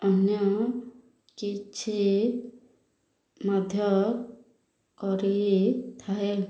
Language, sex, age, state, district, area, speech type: Odia, female, 30-45, Odisha, Ganjam, urban, spontaneous